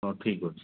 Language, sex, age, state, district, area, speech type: Odia, male, 45-60, Odisha, Koraput, urban, conversation